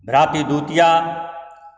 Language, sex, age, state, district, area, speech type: Maithili, male, 45-60, Bihar, Supaul, urban, spontaneous